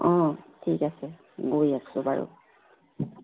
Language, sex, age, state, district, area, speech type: Assamese, female, 30-45, Assam, Tinsukia, urban, conversation